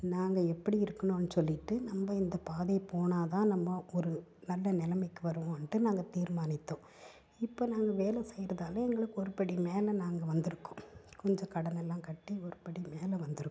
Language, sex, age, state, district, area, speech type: Tamil, female, 45-60, Tamil Nadu, Tiruppur, urban, spontaneous